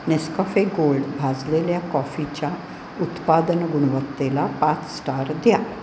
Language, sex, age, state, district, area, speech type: Marathi, female, 60+, Maharashtra, Pune, urban, read